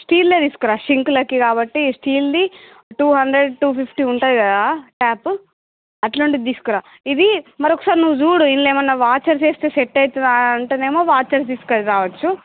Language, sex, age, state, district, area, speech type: Telugu, female, 18-30, Andhra Pradesh, Srikakulam, urban, conversation